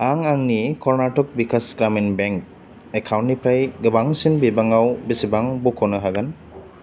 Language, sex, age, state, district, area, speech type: Bodo, male, 30-45, Assam, Chirang, rural, read